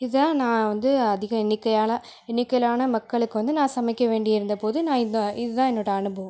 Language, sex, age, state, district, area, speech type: Tamil, female, 18-30, Tamil Nadu, Pudukkottai, rural, spontaneous